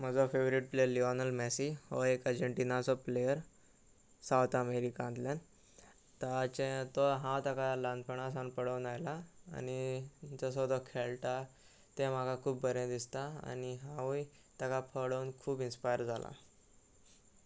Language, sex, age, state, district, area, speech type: Goan Konkani, male, 18-30, Goa, Salcete, rural, spontaneous